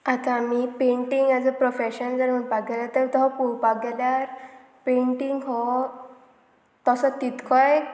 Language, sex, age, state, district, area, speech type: Goan Konkani, female, 18-30, Goa, Murmgao, rural, spontaneous